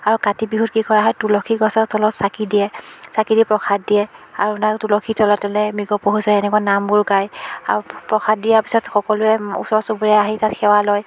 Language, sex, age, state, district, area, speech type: Assamese, female, 45-60, Assam, Biswanath, rural, spontaneous